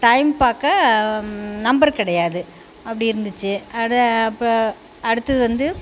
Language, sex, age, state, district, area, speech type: Tamil, female, 45-60, Tamil Nadu, Tiruchirappalli, rural, spontaneous